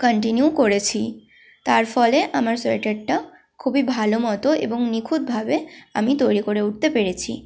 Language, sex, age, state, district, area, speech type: Bengali, female, 18-30, West Bengal, Malda, rural, spontaneous